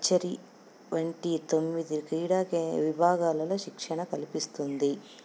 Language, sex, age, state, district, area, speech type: Telugu, female, 45-60, Andhra Pradesh, Anantapur, urban, spontaneous